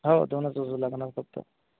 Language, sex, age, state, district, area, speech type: Marathi, male, 18-30, Maharashtra, Akola, rural, conversation